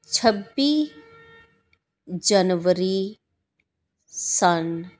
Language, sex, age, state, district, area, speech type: Punjabi, female, 45-60, Punjab, Tarn Taran, urban, spontaneous